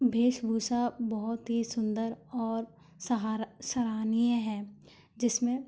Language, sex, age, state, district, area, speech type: Hindi, female, 18-30, Madhya Pradesh, Gwalior, rural, spontaneous